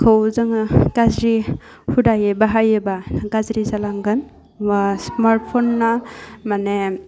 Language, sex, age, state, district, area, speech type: Bodo, female, 30-45, Assam, Udalguri, urban, spontaneous